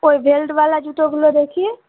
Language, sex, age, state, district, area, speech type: Bengali, female, 18-30, West Bengal, Malda, urban, conversation